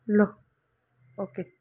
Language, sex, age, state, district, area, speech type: Nepali, female, 45-60, West Bengal, Kalimpong, rural, spontaneous